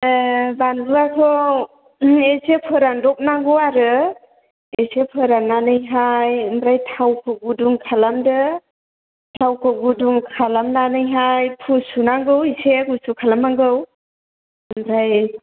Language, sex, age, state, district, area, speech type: Bodo, female, 45-60, Assam, Chirang, rural, conversation